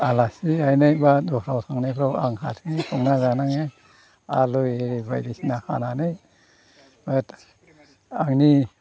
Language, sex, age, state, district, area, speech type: Bodo, male, 60+, Assam, Chirang, rural, spontaneous